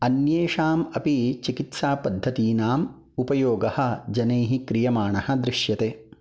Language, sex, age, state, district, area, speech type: Sanskrit, male, 30-45, Karnataka, Bangalore Rural, urban, spontaneous